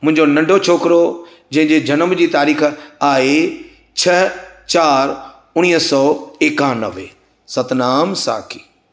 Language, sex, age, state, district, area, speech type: Sindhi, male, 60+, Gujarat, Surat, urban, spontaneous